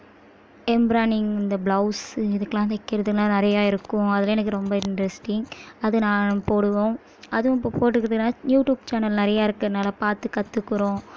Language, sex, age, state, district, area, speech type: Tamil, female, 18-30, Tamil Nadu, Kallakurichi, rural, spontaneous